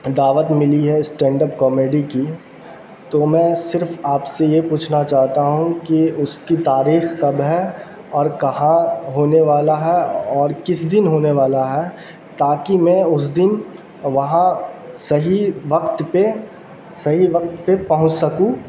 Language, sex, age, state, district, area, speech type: Urdu, male, 18-30, Bihar, Darbhanga, urban, spontaneous